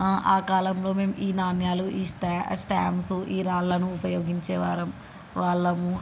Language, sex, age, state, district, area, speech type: Telugu, female, 18-30, Andhra Pradesh, Krishna, urban, spontaneous